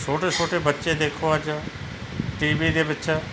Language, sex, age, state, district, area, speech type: Punjabi, male, 45-60, Punjab, Mansa, urban, spontaneous